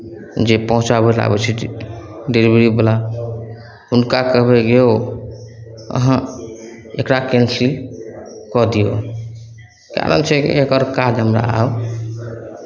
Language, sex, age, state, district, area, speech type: Maithili, male, 18-30, Bihar, Araria, rural, spontaneous